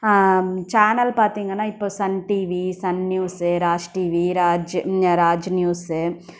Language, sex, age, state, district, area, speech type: Tamil, female, 30-45, Tamil Nadu, Krishnagiri, rural, spontaneous